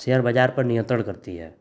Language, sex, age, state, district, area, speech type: Hindi, male, 30-45, Uttar Pradesh, Chandauli, rural, spontaneous